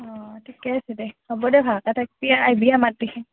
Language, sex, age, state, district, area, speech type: Assamese, female, 18-30, Assam, Nalbari, rural, conversation